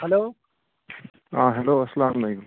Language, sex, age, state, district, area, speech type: Kashmiri, male, 18-30, Jammu and Kashmir, Ganderbal, rural, conversation